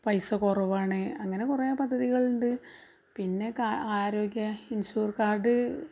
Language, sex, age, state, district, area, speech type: Malayalam, female, 45-60, Kerala, Malappuram, rural, spontaneous